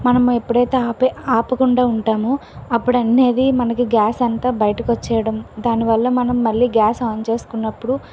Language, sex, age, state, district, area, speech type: Telugu, female, 18-30, Andhra Pradesh, Visakhapatnam, rural, spontaneous